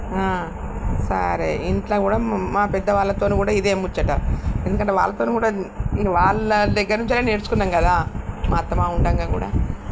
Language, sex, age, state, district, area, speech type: Telugu, female, 60+, Telangana, Peddapalli, rural, spontaneous